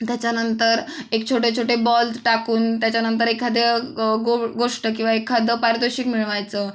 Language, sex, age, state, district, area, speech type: Marathi, female, 18-30, Maharashtra, Sindhudurg, rural, spontaneous